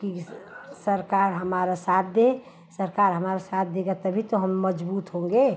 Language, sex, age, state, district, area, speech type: Hindi, female, 45-60, Uttar Pradesh, Ghazipur, urban, spontaneous